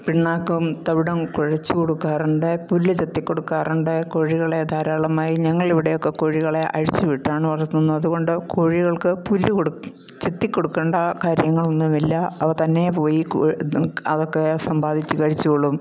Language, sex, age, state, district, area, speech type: Malayalam, female, 60+, Kerala, Pathanamthitta, rural, spontaneous